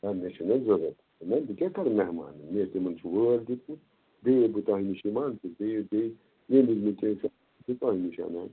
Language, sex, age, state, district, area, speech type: Kashmiri, male, 60+, Jammu and Kashmir, Srinagar, urban, conversation